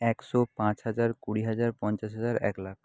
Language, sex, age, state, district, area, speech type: Bengali, male, 18-30, West Bengal, Jhargram, rural, spontaneous